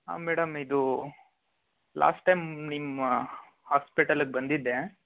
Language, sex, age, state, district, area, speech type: Kannada, male, 18-30, Karnataka, Tumkur, rural, conversation